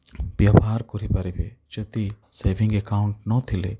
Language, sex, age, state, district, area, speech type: Odia, male, 30-45, Odisha, Rayagada, rural, spontaneous